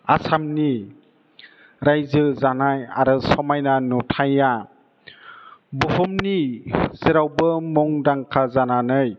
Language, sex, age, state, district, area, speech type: Bodo, male, 60+, Assam, Chirang, urban, spontaneous